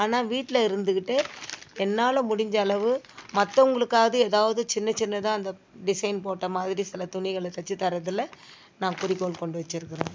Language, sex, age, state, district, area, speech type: Tamil, female, 60+, Tamil Nadu, Viluppuram, rural, spontaneous